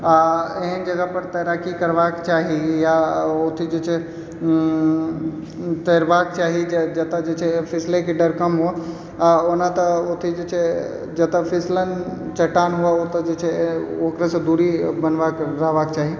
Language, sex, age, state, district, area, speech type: Maithili, male, 18-30, Bihar, Supaul, rural, spontaneous